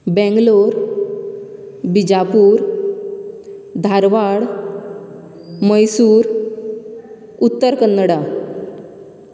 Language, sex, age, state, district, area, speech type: Goan Konkani, female, 30-45, Goa, Canacona, rural, spontaneous